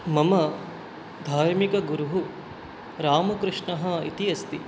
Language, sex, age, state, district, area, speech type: Sanskrit, male, 18-30, West Bengal, Alipurduar, rural, spontaneous